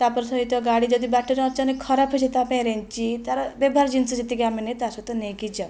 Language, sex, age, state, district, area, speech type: Odia, female, 30-45, Odisha, Kandhamal, rural, spontaneous